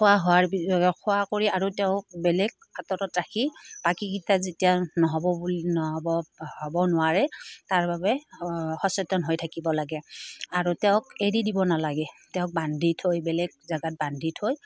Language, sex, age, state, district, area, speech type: Assamese, female, 30-45, Assam, Udalguri, rural, spontaneous